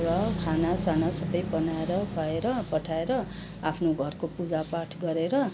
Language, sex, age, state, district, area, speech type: Nepali, female, 60+, West Bengal, Kalimpong, rural, spontaneous